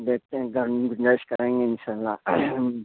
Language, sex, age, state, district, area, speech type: Urdu, male, 30-45, Uttar Pradesh, Lucknow, urban, conversation